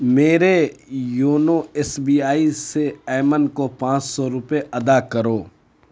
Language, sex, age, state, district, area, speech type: Urdu, male, 45-60, Uttar Pradesh, Lucknow, urban, read